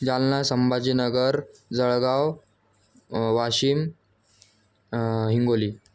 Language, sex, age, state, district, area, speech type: Marathi, male, 18-30, Maharashtra, Jalna, urban, spontaneous